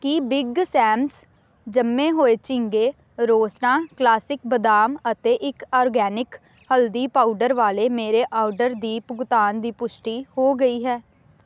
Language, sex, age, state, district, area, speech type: Punjabi, female, 18-30, Punjab, Amritsar, urban, read